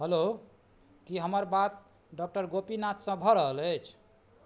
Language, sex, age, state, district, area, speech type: Maithili, male, 45-60, Bihar, Madhubani, rural, read